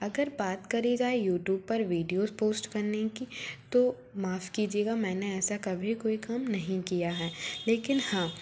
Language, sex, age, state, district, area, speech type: Hindi, female, 30-45, Madhya Pradesh, Bhopal, urban, spontaneous